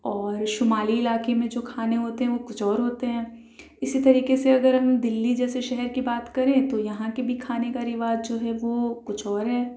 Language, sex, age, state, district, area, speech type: Urdu, female, 18-30, Delhi, South Delhi, urban, spontaneous